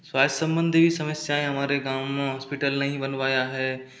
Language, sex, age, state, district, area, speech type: Hindi, male, 45-60, Rajasthan, Karauli, rural, spontaneous